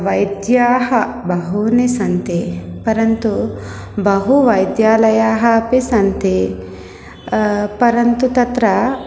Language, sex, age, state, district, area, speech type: Sanskrit, female, 30-45, Andhra Pradesh, East Godavari, urban, spontaneous